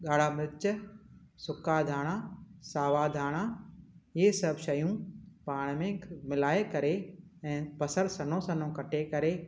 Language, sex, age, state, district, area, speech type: Sindhi, female, 60+, Maharashtra, Thane, urban, spontaneous